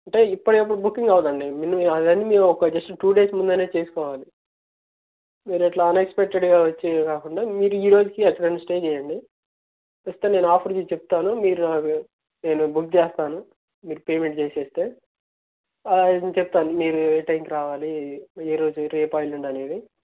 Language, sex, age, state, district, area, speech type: Telugu, male, 18-30, Andhra Pradesh, Guntur, urban, conversation